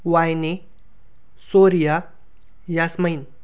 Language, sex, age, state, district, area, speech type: Marathi, male, 18-30, Maharashtra, Ahmednagar, rural, spontaneous